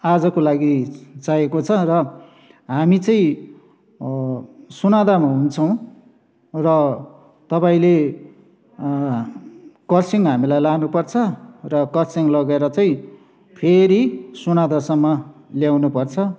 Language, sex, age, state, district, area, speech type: Nepali, male, 60+, West Bengal, Darjeeling, rural, spontaneous